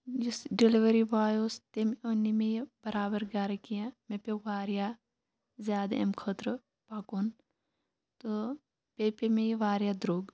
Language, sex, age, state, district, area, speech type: Kashmiri, female, 18-30, Jammu and Kashmir, Shopian, urban, spontaneous